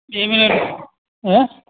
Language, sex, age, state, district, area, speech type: Gujarati, male, 45-60, Gujarat, Narmada, rural, conversation